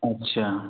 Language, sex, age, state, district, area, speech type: Hindi, male, 45-60, Madhya Pradesh, Gwalior, urban, conversation